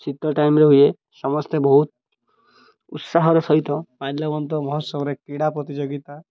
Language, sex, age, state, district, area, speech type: Odia, male, 30-45, Odisha, Malkangiri, urban, spontaneous